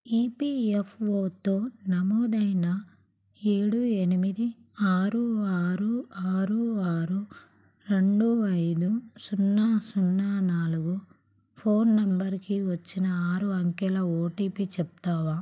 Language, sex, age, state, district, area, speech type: Telugu, female, 18-30, Telangana, Nalgonda, rural, read